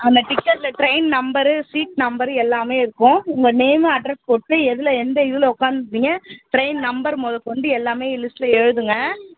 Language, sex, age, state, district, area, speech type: Tamil, female, 18-30, Tamil Nadu, Chennai, urban, conversation